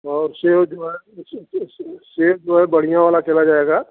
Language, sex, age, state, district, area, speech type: Hindi, male, 60+, Uttar Pradesh, Ghazipur, rural, conversation